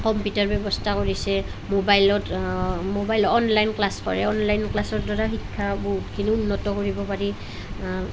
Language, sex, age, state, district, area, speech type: Assamese, female, 30-45, Assam, Nalbari, rural, spontaneous